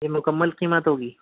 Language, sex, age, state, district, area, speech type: Urdu, male, 18-30, Delhi, Central Delhi, urban, conversation